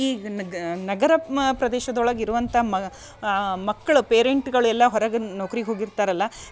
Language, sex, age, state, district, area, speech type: Kannada, female, 30-45, Karnataka, Dharwad, rural, spontaneous